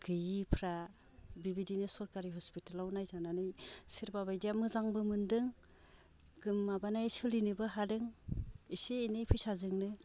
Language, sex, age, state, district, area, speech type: Bodo, female, 45-60, Assam, Baksa, rural, spontaneous